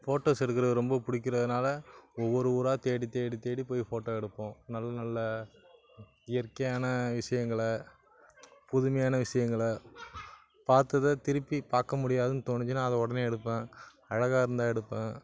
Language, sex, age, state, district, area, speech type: Tamil, male, 30-45, Tamil Nadu, Nagapattinam, rural, spontaneous